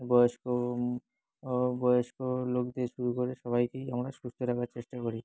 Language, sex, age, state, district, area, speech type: Bengali, male, 18-30, West Bengal, Dakshin Dinajpur, urban, spontaneous